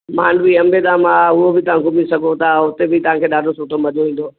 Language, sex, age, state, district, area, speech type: Sindhi, male, 60+, Gujarat, Kutch, rural, conversation